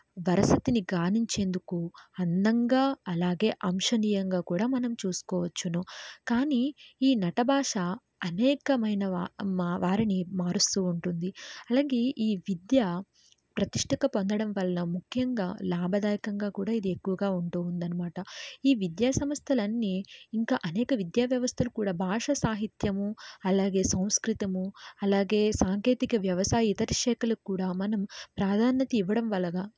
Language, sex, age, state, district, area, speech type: Telugu, female, 18-30, Andhra Pradesh, N T Rama Rao, urban, spontaneous